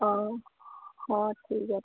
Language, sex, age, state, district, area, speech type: Odia, female, 18-30, Odisha, Ganjam, urban, conversation